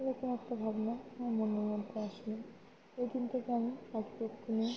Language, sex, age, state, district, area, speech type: Bengali, female, 18-30, West Bengal, Birbhum, urban, spontaneous